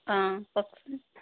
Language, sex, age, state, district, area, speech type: Assamese, female, 30-45, Assam, Tinsukia, urban, conversation